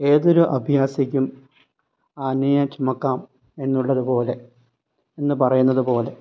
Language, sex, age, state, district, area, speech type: Malayalam, male, 30-45, Kerala, Thiruvananthapuram, rural, spontaneous